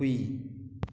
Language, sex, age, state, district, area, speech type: Manipuri, male, 18-30, Manipur, Thoubal, rural, read